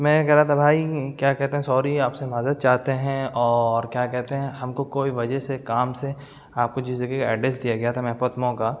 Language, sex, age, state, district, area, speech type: Urdu, male, 18-30, Uttar Pradesh, Lucknow, urban, spontaneous